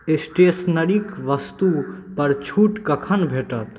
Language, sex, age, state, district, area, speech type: Maithili, male, 18-30, Bihar, Saharsa, rural, read